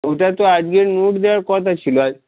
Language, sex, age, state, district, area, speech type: Bengali, male, 30-45, West Bengal, Darjeeling, urban, conversation